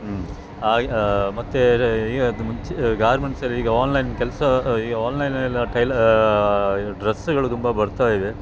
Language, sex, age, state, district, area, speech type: Kannada, male, 45-60, Karnataka, Dakshina Kannada, rural, spontaneous